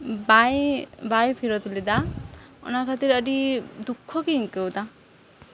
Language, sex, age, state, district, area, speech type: Santali, female, 18-30, West Bengal, Birbhum, rural, spontaneous